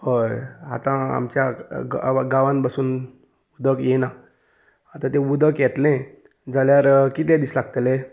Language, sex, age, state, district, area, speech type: Goan Konkani, male, 30-45, Goa, Salcete, urban, spontaneous